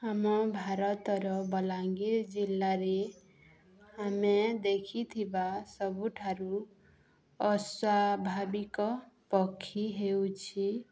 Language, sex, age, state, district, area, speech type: Odia, female, 30-45, Odisha, Balangir, urban, spontaneous